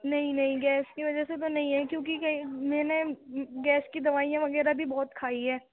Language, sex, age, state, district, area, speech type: Urdu, female, 18-30, Delhi, Central Delhi, rural, conversation